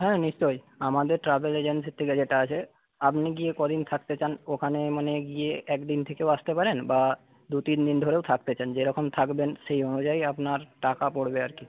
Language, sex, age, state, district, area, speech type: Bengali, male, 30-45, West Bengal, Paschim Medinipur, rural, conversation